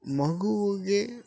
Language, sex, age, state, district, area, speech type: Kannada, male, 30-45, Karnataka, Koppal, rural, spontaneous